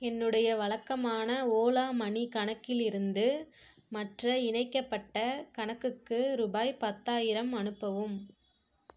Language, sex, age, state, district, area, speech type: Tamil, female, 18-30, Tamil Nadu, Perambalur, urban, read